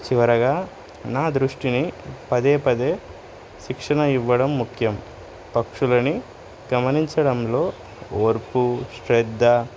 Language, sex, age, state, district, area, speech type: Telugu, male, 18-30, Telangana, Suryapet, urban, spontaneous